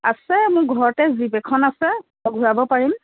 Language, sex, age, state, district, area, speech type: Assamese, female, 45-60, Assam, Biswanath, rural, conversation